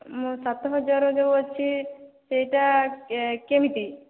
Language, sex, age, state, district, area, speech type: Odia, female, 60+, Odisha, Boudh, rural, conversation